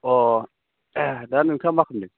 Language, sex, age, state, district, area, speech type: Bodo, male, 18-30, Assam, Udalguri, urban, conversation